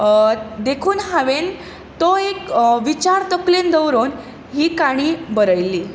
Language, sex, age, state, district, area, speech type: Goan Konkani, female, 18-30, Goa, Tiswadi, rural, spontaneous